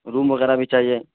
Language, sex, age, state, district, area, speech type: Urdu, male, 18-30, Bihar, Purnia, rural, conversation